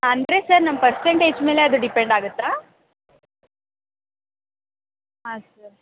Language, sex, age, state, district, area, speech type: Kannada, female, 45-60, Karnataka, Tumkur, rural, conversation